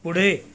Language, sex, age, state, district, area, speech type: Marathi, male, 45-60, Maharashtra, Amravati, urban, read